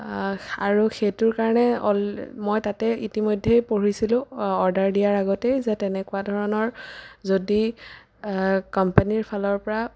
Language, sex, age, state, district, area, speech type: Assamese, female, 18-30, Assam, Sonitpur, rural, spontaneous